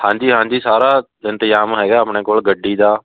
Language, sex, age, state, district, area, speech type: Punjabi, male, 30-45, Punjab, Fatehgarh Sahib, rural, conversation